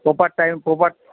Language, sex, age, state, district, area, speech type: Bengali, male, 30-45, West Bengal, Paschim Bardhaman, urban, conversation